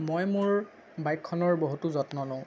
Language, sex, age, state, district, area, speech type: Assamese, male, 18-30, Assam, Lakhimpur, rural, spontaneous